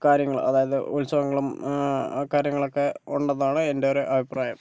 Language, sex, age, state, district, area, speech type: Malayalam, male, 30-45, Kerala, Kozhikode, urban, spontaneous